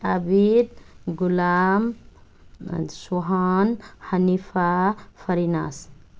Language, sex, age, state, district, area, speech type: Manipuri, female, 30-45, Manipur, Tengnoupal, rural, spontaneous